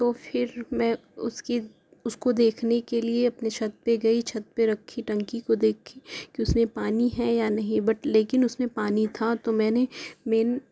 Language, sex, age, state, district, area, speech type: Urdu, female, 18-30, Uttar Pradesh, Mirzapur, rural, spontaneous